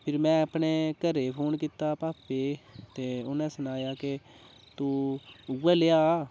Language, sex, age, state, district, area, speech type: Dogri, male, 18-30, Jammu and Kashmir, Udhampur, rural, spontaneous